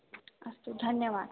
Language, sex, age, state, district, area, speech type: Sanskrit, female, 18-30, Rajasthan, Jaipur, urban, conversation